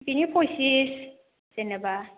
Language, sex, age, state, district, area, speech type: Bodo, female, 45-60, Assam, Baksa, rural, conversation